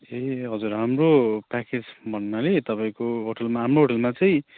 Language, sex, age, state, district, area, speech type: Nepali, male, 30-45, West Bengal, Kalimpong, rural, conversation